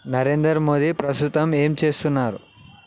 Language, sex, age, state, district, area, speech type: Telugu, male, 18-30, Telangana, Ranga Reddy, urban, read